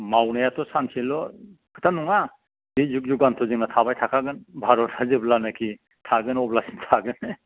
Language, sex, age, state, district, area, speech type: Bodo, male, 45-60, Assam, Kokrajhar, urban, conversation